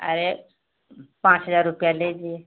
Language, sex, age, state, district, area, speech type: Hindi, female, 60+, Uttar Pradesh, Mau, urban, conversation